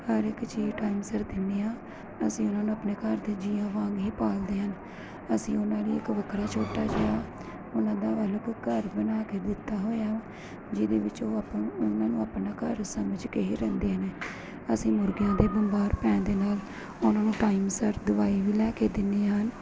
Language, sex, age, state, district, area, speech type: Punjabi, female, 30-45, Punjab, Gurdaspur, urban, spontaneous